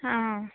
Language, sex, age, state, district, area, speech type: Goan Konkani, female, 18-30, Goa, Murmgao, rural, conversation